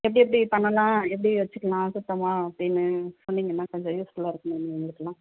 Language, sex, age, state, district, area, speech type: Tamil, female, 30-45, Tamil Nadu, Pudukkottai, urban, conversation